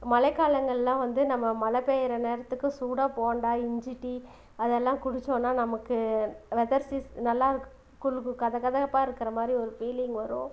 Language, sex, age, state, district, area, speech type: Tamil, female, 30-45, Tamil Nadu, Namakkal, rural, spontaneous